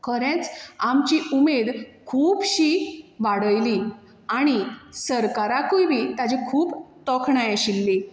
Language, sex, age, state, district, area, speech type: Goan Konkani, female, 30-45, Goa, Bardez, rural, spontaneous